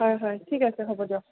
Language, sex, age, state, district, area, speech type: Assamese, female, 18-30, Assam, Goalpara, urban, conversation